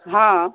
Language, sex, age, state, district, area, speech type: Maithili, female, 30-45, Bihar, Saharsa, rural, conversation